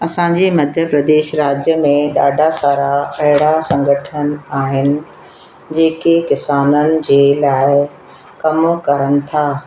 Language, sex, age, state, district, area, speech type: Sindhi, female, 60+, Madhya Pradesh, Katni, urban, spontaneous